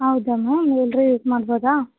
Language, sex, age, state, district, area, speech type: Kannada, female, 18-30, Karnataka, Bellary, urban, conversation